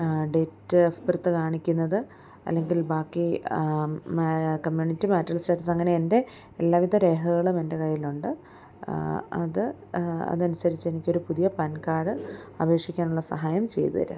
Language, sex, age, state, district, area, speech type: Malayalam, female, 30-45, Kerala, Alappuzha, rural, spontaneous